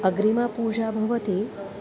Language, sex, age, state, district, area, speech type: Sanskrit, female, 45-60, Maharashtra, Nagpur, urban, spontaneous